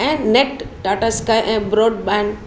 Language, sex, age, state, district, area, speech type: Sindhi, female, 45-60, Maharashtra, Mumbai Suburban, urban, spontaneous